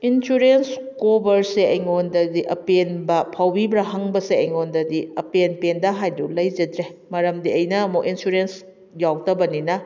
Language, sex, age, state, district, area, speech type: Manipuri, female, 30-45, Manipur, Kakching, rural, spontaneous